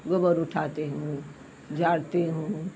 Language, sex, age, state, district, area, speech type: Hindi, female, 60+, Uttar Pradesh, Mau, rural, spontaneous